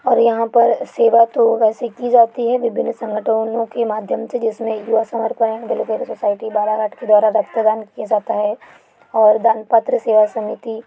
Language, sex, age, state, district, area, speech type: Hindi, other, 18-30, Madhya Pradesh, Balaghat, rural, spontaneous